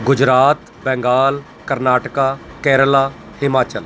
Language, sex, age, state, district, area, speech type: Punjabi, male, 45-60, Punjab, Mansa, urban, spontaneous